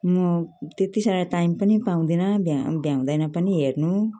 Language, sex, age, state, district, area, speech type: Nepali, female, 45-60, West Bengal, Jalpaiguri, urban, spontaneous